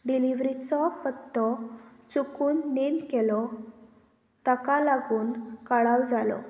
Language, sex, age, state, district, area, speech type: Goan Konkani, female, 18-30, Goa, Murmgao, rural, read